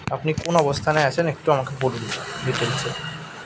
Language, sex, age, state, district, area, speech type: Bengali, male, 18-30, West Bengal, Bankura, urban, spontaneous